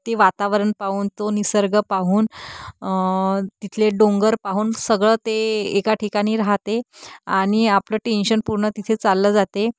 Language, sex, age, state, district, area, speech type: Marathi, female, 30-45, Maharashtra, Nagpur, urban, spontaneous